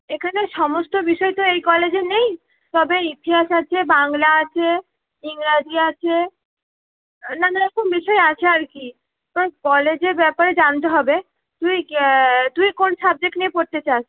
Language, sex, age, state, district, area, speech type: Bengali, female, 18-30, West Bengal, Purba Bardhaman, urban, conversation